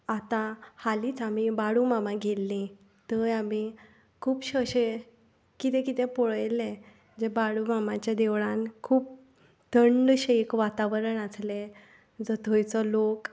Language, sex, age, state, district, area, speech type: Goan Konkani, female, 30-45, Goa, Tiswadi, rural, spontaneous